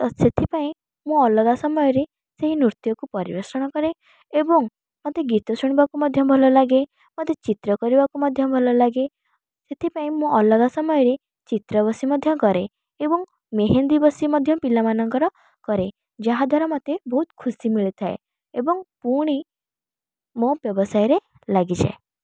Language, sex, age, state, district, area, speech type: Odia, female, 18-30, Odisha, Kalahandi, rural, spontaneous